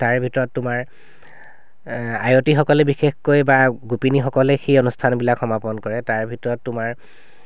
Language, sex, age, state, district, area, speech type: Assamese, male, 30-45, Assam, Sivasagar, urban, spontaneous